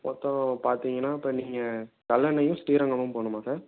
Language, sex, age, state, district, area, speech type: Tamil, male, 18-30, Tamil Nadu, Tiruchirappalli, urban, conversation